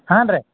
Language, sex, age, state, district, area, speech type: Kannada, male, 45-60, Karnataka, Belgaum, rural, conversation